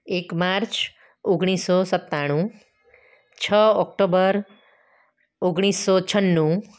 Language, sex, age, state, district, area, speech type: Gujarati, female, 45-60, Gujarat, Anand, urban, spontaneous